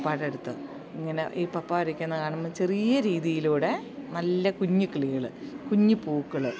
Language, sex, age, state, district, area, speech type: Malayalam, female, 45-60, Kerala, Idukki, rural, spontaneous